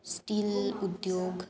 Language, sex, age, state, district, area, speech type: Sanskrit, female, 18-30, Maharashtra, Nagpur, urban, spontaneous